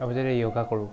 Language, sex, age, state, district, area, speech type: Assamese, male, 18-30, Assam, Charaideo, urban, spontaneous